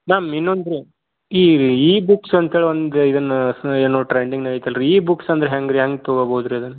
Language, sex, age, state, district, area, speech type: Kannada, male, 18-30, Karnataka, Dharwad, urban, conversation